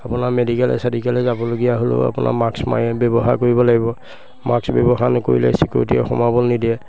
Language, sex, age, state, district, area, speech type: Assamese, male, 30-45, Assam, Majuli, urban, spontaneous